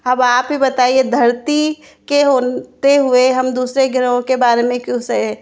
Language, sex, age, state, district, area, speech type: Hindi, female, 30-45, Rajasthan, Jaipur, urban, spontaneous